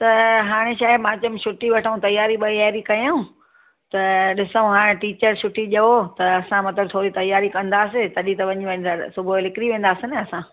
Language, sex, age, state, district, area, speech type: Sindhi, female, 45-60, Gujarat, Surat, urban, conversation